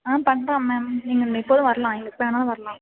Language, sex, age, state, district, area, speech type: Tamil, female, 18-30, Tamil Nadu, Tiruvarur, rural, conversation